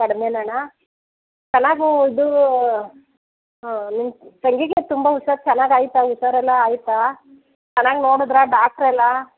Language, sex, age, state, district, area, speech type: Kannada, female, 30-45, Karnataka, Mysore, rural, conversation